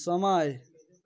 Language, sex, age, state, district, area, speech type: Hindi, male, 18-30, Bihar, Darbhanga, rural, read